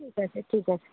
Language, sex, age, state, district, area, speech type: Bengali, female, 18-30, West Bengal, Cooch Behar, urban, conversation